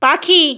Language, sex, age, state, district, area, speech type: Bengali, female, 30-45, West Bengal, Nadia, rural, read